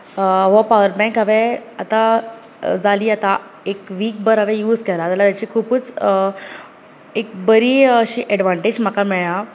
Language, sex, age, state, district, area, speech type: Goan Konkani, female, 18-30, Goa, Bardez, urban, spontaneous